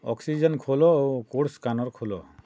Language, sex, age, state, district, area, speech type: Odia, male, 45-60, Odisha, Kalahandi, rural, read